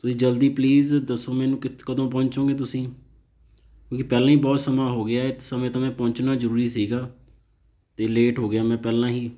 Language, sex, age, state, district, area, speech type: Punjabi, male, 30-45, Punjab, Fatehgarh Sahib, rural, spontaneous